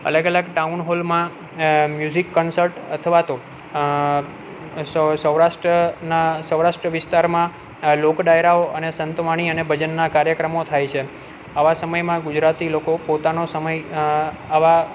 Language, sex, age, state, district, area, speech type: Gujarati, male, 30-45, Gujarat, Junagadh, urban, spontaneous